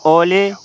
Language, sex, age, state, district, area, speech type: Kashmiri, male, 30-45, Jammu and Kashmir, Ganderbal, rural, read